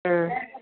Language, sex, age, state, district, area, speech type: Odia, female, 60+, Odisha, Gajapati, rural, conversation